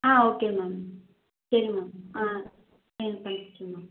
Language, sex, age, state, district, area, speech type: Tamil, female, 18-30, Tamil Nadu, Madurai, rural, conversation